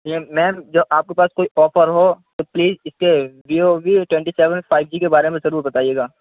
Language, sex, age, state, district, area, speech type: Urdu, male, 45-60, Uttar Pradesh, Gautam Buddha Nagar, urban, conversation